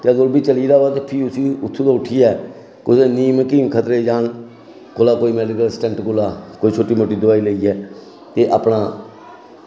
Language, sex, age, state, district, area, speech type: Dogri, male, 60+, Jammu and Kashmir, Samba, rural, spontaneous